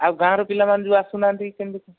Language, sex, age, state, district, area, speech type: Odia, male, 45-60, Odisha, Kandhamal, rural, conversation